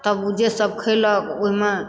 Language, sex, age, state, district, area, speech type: Maithili, female, 60+, Bihar, Supaul, rural, spontaneous